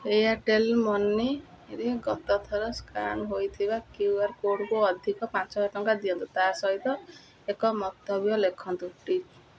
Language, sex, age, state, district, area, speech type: Odia, female, 30-45, Odisha, Jagatsinghpur, rural, read